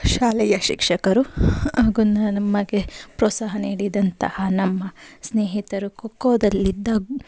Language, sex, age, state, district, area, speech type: Kannada, female, 30-45, Karnataka, Tumkur, rural, spontaneous